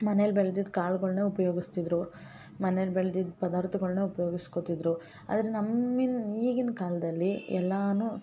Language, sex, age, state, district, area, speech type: Kannada, female, 18-30, Karnataka, Hassan, urban, spontaneous